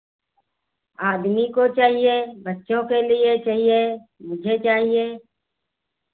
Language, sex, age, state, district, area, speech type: Hindi, female, 60+, Uttar Pradesh, Hardoi, rural, conversation